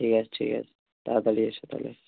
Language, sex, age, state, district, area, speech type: Bengali, male, 30-45, West Bengal, Hooghly, urban, conversation